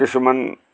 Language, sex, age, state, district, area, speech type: Assamese, male, 60+, Assam, Golaghat, urban, spontaneous